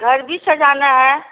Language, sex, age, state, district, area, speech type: Hindi, female, 60+, Uttar Pradesh, Varanasi, rural, conversation